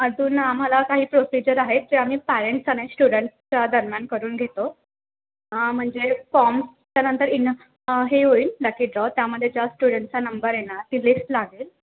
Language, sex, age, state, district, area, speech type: Marathi, female, 18-30, Maharashtra, Washim, rural, conversation